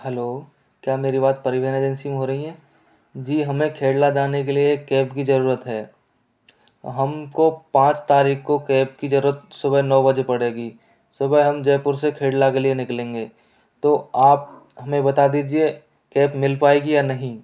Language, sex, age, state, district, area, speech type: Hindi, female, 30-45, Rajasthan, Jaipur, urban, spontaneous